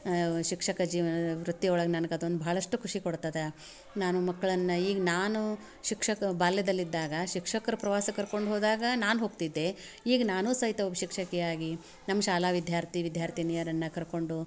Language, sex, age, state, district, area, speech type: Kannada, female, 45-60, Karnataka, Dharwad, rural, spontaneous